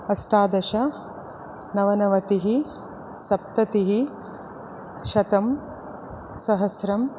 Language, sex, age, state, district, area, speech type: Sanskrit, female, 30-45, Karnataka, Dakshina Kannada, urban, spontaneous